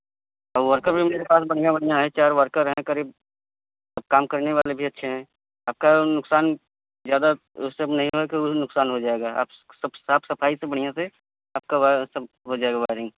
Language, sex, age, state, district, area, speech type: Hindi, male, 30-45, Uttar Pradesh, Varanasi, urban, conversation